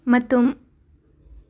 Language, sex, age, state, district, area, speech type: Manipuri, female, 45-60, Manipur, Imphal West, urban, read